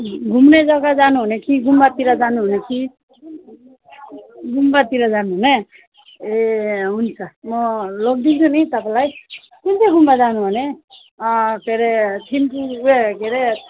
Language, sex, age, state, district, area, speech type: Nepali, female, 45-60, West Bengal, Alipurduar, rural, conversation